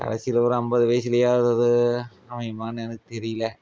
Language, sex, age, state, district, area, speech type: Tamil, male, 30-45, Tamil Nadu, Coimbatore, rural, spontaneous